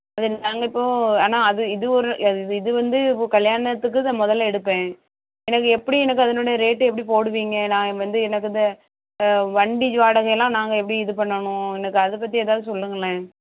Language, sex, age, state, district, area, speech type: Tamil, female, 30-45, Tamil Nadu, Thoothukudi, urban, conversation